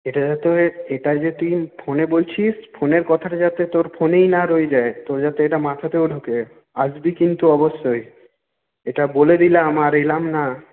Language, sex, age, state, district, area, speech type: Bengali, male, 30-45, West Bengal, Paschim Bardhaman, urban, conversation